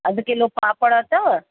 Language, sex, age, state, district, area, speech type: Sindhi, female, 60+, Uttar Pradesh, Lucknow, urban, conversation